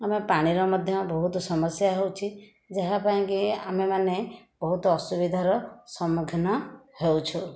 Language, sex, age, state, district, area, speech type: Odia, female, 60+, Odisha, Khordha, rural, spontaneous